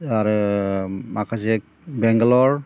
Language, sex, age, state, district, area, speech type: Bodo, male, 45-60, Assam, Chirang, rural, spontaneous